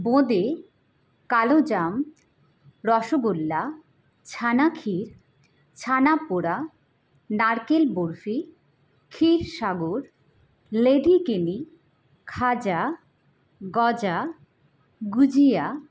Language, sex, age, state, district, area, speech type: Bengali, female, 18-30, West Bengal, Hooghly, urban, spontaneous